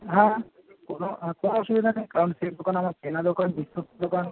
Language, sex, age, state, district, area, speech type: Bengali, male, 30-45, West Bengal, Howrah, urban, conversation